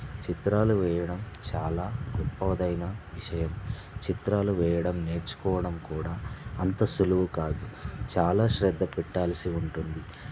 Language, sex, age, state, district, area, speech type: Telugu, male, 18-30, Telangana, Vikarabad, urban, spontaneous